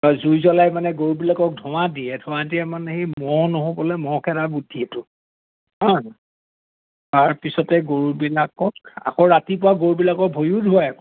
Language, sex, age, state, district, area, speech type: Assamese, male, 60+, Assam, Lakhimpur, rural, conversation